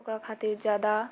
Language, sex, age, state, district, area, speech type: Maithili, female, 18-30, Bihar, Purnia, rural, spontaneous